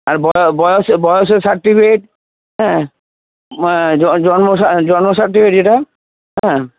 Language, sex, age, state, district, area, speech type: Bengali, male, 60+, West Bengal, Purba Bardhaman, urban, conversation